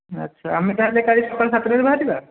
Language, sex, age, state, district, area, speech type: Odia, male, 45-60, Odisha, Dhenkanal, rural, conversation